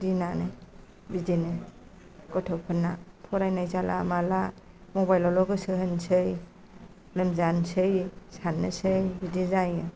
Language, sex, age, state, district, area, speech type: Bodo, female, 45-60, Assam, Kokrajhar, urban, spontaneous